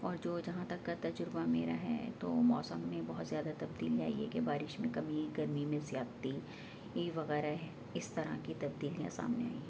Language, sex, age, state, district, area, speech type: Urdu, female, 30-45, Delhi, Central Delhi, urban, spontaneous